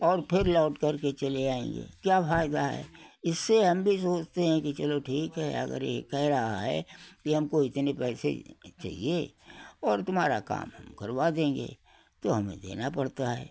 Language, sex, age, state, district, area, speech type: Hindi, male, 60+, Uttar Pradesh, Hardoi, rural, spontaneous